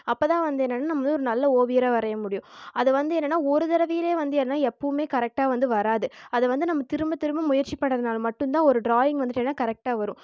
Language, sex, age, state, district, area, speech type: Tamil, female, 18-30, Tamil Nadu, Erode, rural, spontaneous